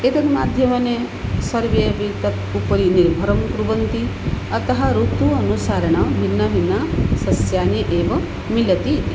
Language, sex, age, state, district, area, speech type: Sanskrit, female, 45-60, Odisha, Puri, urban, spontaneous